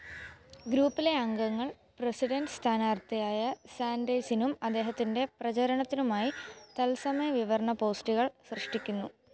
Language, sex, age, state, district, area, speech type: Malayalam, female, 18-30, Kerala, Kottayam, rural, read